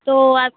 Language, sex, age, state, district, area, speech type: Hindi, female, 18-30, Uttar Pradesh, Bhadohi, urban, conversation